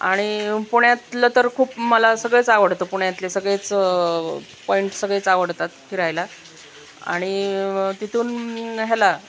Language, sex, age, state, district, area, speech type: Marathi, female, 45-60, Maharashtra, Osmanabad, rural, spontaneous